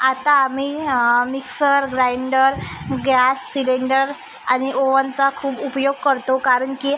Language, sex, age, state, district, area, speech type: Marathi, female, 30-45, Maharashtra, Nagpur, urban, spontaneous